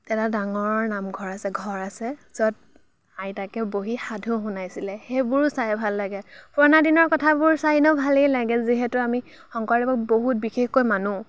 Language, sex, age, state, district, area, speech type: Assamese, female, 30-45, Assam, Biswanath, rural, spontaneous